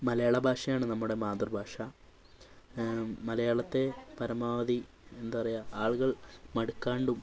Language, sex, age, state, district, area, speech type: Malayalam, female, 18-30, Kerala, Wayanad, rural, spontaneous